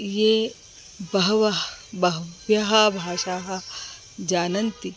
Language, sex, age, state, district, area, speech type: Sanskrit, female, 45-60, Maharashtra, Nagpur, urban, spontaneous